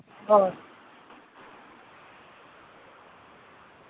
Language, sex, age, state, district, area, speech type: Santali, female, 45-60, Jharkhand, Seraikela Kharsawan, rural, conversation